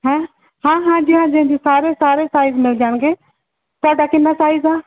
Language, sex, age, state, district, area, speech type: Punjabi, female, 30-45, Punjab, Barnala, rural, conversation